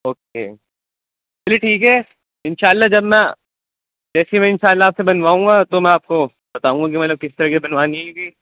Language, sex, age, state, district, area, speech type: Urdu, male, 18-30, Uttar Pradesh, Rampur, urban, conversation